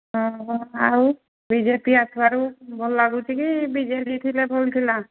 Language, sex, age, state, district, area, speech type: Odia, female, 45-60, Odisha, Angul, rural, conversation